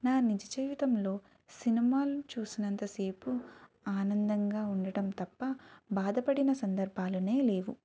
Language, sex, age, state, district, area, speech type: Telugu, female, 18-30, Andhra Pradesh, Eluru, rural, spontaneous